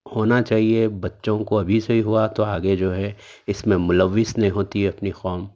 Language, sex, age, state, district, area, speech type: Urdu, male, 30-45, Telangana, Hyderabad, urban, spontaneous